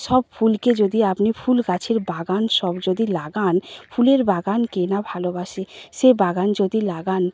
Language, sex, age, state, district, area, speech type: Bengali, female, 45-60, West Bengal, Purba Medinipur, rural, spontaneous